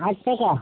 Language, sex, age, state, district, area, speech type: Bengali, male, 30-45, West Bengal, Uttar Dinajpur, urban, conversation